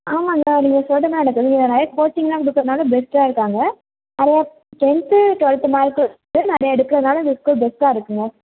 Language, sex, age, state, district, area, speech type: Tamil, female, 18-30, Tamil Nadu, Mayiladuthurai, urban, conversation